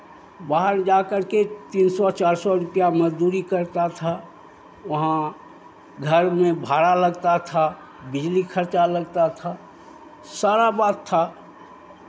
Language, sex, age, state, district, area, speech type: Hindi, male, 60+, Bihar, Begusarai, rural, spontaneous